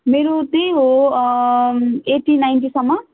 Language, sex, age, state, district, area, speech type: Nepali, female, 18-30, West Bengal, Darjeeling, rural, conversation